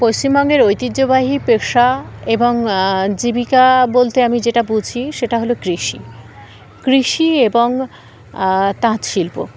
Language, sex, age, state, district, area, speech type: Bengali, female, 30-45, West Bengal, Dakshin Dinajpur, urban, spontaneous